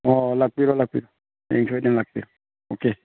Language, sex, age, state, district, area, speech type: Manipuri, male, 45-60, Manipur, Tengnoupal, rural, conversation